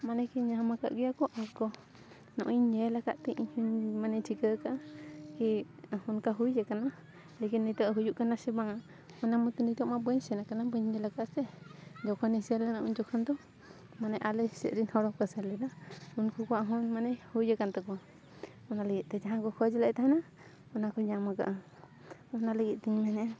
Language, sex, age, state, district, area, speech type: Santali, female, 30-45, Jharkhand, Bokaro, rural, spontaneous